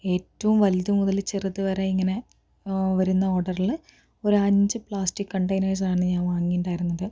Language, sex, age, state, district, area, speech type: Malayalam, female, 30-45, Kerala, Palakkad, rural, spontaneous